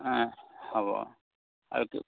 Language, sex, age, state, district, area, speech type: Assamese, male, 45-60, Assam, Dhemaji, rural, conversation